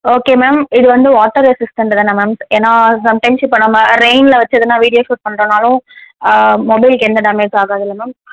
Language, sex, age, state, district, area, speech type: Tamil, female, 18-30, Tamil Nadu, Tenkasi, rural, conversation